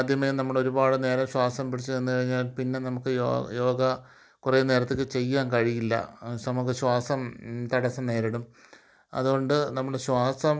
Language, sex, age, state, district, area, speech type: Malayalam, male, 45-60, Kerala, Thiruvananthapuram, urban, spontaneous